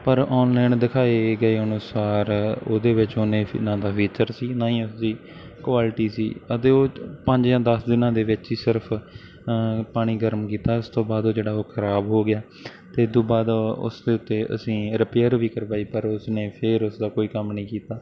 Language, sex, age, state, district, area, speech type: Punjabi, male, 18-30, Punjab, Bathinda, rural, spontaneous